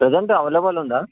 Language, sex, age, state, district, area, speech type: Telugu, male, 30-45, Telangana, Siddipet, rural, conversation